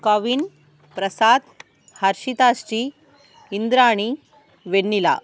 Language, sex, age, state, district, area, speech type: Tamil, female, 30-45, Tamil Nadu, Tiruvarur, rural, spontaneous